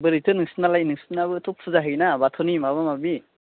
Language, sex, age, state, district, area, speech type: Bodo, male, 18-30, Assam, Baksa, rural, conversation